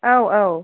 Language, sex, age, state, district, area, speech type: Bodo, female, 18-30, Assam, Kokrajhar, rural, conversation